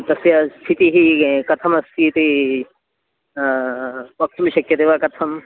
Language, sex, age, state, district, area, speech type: Sanskrit, male, 30-45, Kerala, Kannur, rural, conversation